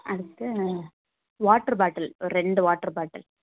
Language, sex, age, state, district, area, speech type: Tamil, female, 18-30, Tamil Nadu, Kanyakumari, rural, conversation